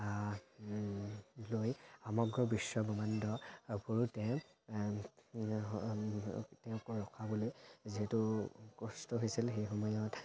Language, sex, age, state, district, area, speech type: Assamese, male, 18-30, Assam, Charaideo, urban, spontaneous